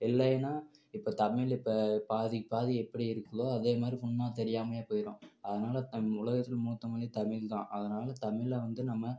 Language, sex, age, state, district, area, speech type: Tamil, male, 18-30, Tamil Nadu, Namakkal, rural, spontaneous